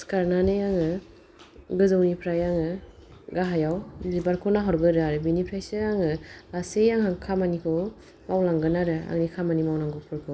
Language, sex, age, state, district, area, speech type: Bodo, female, 45-60, Assam, Kokrajhar, rural, spontaneous